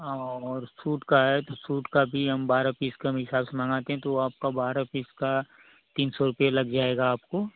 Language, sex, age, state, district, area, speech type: Hindi, male, 18-30, Uttar Pradesh, Ghazipur, rural, conversation